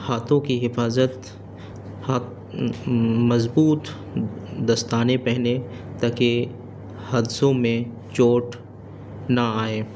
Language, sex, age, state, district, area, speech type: Urdu, male, 30-45, Delhi, North East Delhi, urban, spontaneous